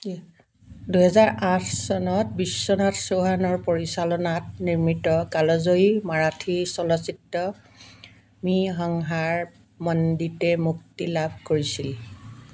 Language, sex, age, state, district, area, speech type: Assamese, female, 60+, Assam, Dibrugarh, rural, read